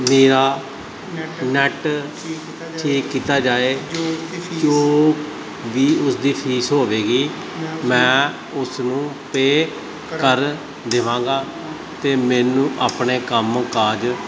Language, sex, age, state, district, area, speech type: Punjabi, male, 30-45, Punjab, Gurdaspur, rural, spontaneous